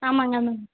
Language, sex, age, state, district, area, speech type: Tamil, female, 18-30, Tamil Nadu, Ranipet, rural, conversation